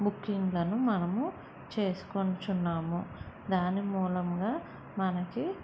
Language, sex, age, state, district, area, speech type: Telugu, female, 30-45, Andhra Pradesh, Vizianagaram, urban, spontaneous